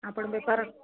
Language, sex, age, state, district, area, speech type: Odia, female, 60+, Odisha, Jharsuguda, rural, conversation